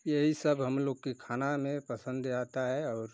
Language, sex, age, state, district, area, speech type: Hindi, male, 60+, Uttar Pradesh, Ghazipur, rural, spontaneous